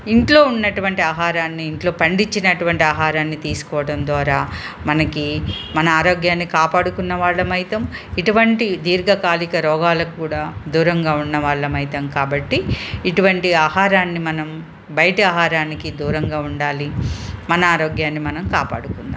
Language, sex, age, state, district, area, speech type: Telugu, female, 45-60, Telangana, Ranga Reddy, urban, spontaneous